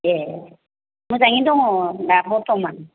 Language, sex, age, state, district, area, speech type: Bodo, female, 45-60, Assam, Chirang, rural, conversation